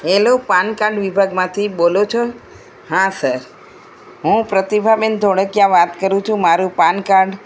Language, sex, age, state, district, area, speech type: Gujarati, female, 60+, Gujarat, Kheda, rural, spontaneous